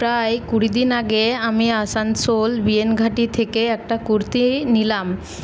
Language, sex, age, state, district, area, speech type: Bengali, female, 18-30, West Bengal, Paschim Bardhaman, urban, spontaneous